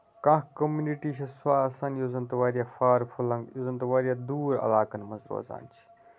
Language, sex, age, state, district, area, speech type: Kashmiri, male, 18-30, Jammu and Kashmir, Budgam, rural, spontaneous